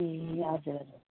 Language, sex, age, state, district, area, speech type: Nepali, female, 30-45, West Bengal, Darjeeling, rural, conversation